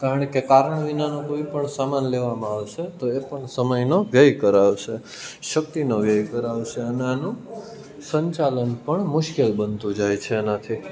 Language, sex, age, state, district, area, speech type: Gujarati, male, 18-30, Gujarat, Rajkot, rural, spontaneous